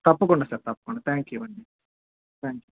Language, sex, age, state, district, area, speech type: Telugu, male, 45-60, Andhra Pradesh, East Godavari, rural, conversation